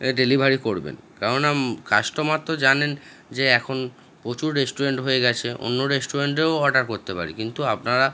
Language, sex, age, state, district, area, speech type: Bengali, male, 30-45, West Bengal, Howrah, urban, spontaneous